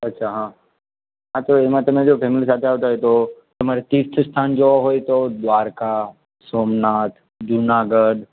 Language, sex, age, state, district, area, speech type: Gujarati, male, 18-30, Gujarat, Anand, urban, conversation